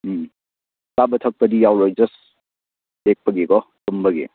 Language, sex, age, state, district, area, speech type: Manipuri, male, 18-30, Manipur, Churachandpur, rural, conversation